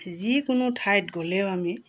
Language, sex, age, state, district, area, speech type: Assamese, female, 45-60, Assam, Golaghat, rural, spontaneous